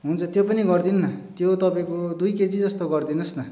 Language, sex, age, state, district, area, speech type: Nepali, male, 45-60, West Bengal, Darjeeling, rural, spontaneous